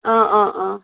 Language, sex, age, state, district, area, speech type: Assamese, female, 30-45, Assam, Morigaon, rural, conversation